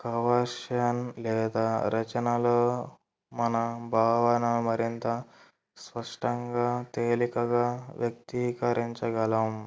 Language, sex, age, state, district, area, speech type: Telugu, male, 18-30, Andhra Pradesh, Kurnool, urban, spontaneous